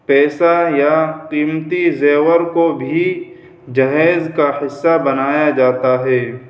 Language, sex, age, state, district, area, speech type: Urdu, male, 30-45, Uttar Pradesh, Muzaffarnagar, urban, spontaneous